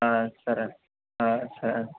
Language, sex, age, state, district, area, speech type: Telugu, male, 30-45, Andhra Pradesh, Konaseema, rural, conversation